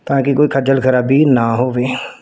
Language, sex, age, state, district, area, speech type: Punjabi, male, 45-60, Punjab, Tarn Taran, rural, spontaneous